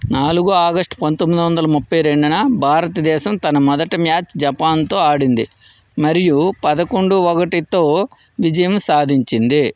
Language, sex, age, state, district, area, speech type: Telugu, male, 45-60, Andhra Pradesh, Vizianagaram, rural, read